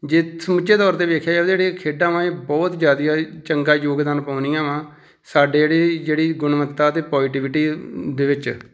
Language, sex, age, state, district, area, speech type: Punjabi, male, 45-60, Punjab, Tarn Taran, rural, spontaneous